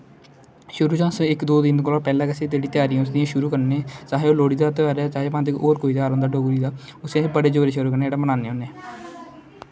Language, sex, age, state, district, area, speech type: Dogri, male, 18-30, Jammu and Kashmir, Kathua, rural, spontaneous